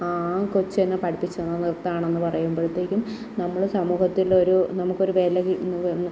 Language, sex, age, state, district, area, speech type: Malayalam, female, 30-45, Kerala, Kottayam, rural, spontaneous